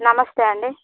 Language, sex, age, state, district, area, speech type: Telugu, female, 18-30, Andhra Pradesh, Visakhapatnam, urban, conversation